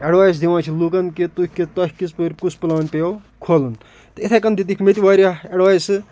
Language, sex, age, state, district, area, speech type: Kashmiri, male, 30-45, Jammu and Kashmir, Kupwara, rural, spontaneous